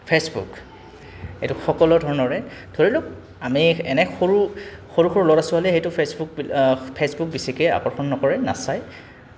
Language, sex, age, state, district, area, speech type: Assamese, male, 18-30, Assam, Goalpara, rural, spontaneous